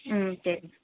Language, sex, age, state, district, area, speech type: Tamil, female, 18-30, Tamil Nadu, Madurai, urban, conversation